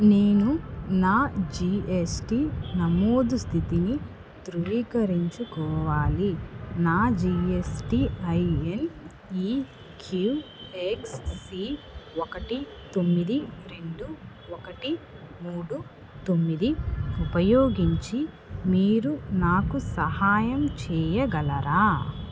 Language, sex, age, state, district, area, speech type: Telugu, female, 18-30, Andhra Pradesh, Nellore, rural, read